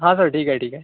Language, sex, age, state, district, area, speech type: Marathi, male, 45-60, Maharashtra, Yavatmal, rural, conversation